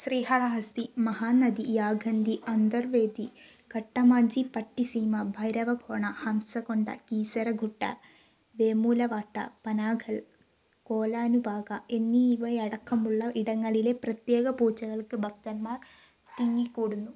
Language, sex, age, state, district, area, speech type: Malayalam, female, 18-30, Kerala, Wayanad, rural, read